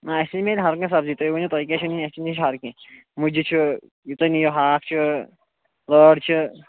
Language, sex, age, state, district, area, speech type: Kashmiri, male, 18-30, Jammu and Kashmir, Kulgam, rural, conversation